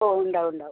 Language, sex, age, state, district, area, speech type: Malayalam, female, 60+, Kerala, Wayanad, rural, conversation